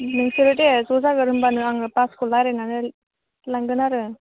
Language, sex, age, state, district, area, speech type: Bodo, female, 18-30, Assam, Chirang, urban, conversation